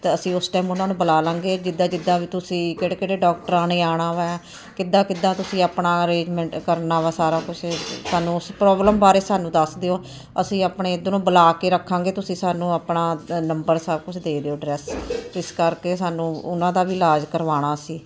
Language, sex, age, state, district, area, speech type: Punjabi, female, 45-60, Punjab, Ludhiana, urban, spontaneous